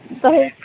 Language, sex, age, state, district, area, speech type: Maithili, female, 30-45, Bihar, Muzaffarpur, rural, conversation